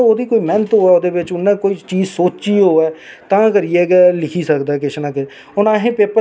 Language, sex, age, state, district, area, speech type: Dogri, male, 18-30, Jammu and Kashmir, Reasi, urban, spontaneous